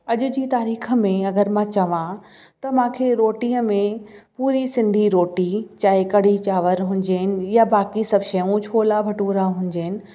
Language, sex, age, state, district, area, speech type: Sindhi, female, 30-45, Uttar Pradesh, Lucknow, urban, spontaneous